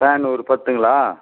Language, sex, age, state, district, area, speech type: Tamil, male, 60+, Tamil Nadu, Viluppuram, rural, conversation